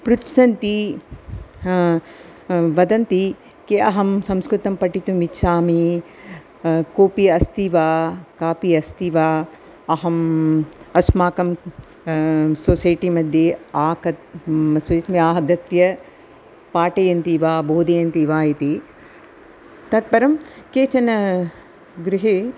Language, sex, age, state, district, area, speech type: Sanskrit, female, 60+, Tamil Nadu, Thanjavur, urban, spontaneous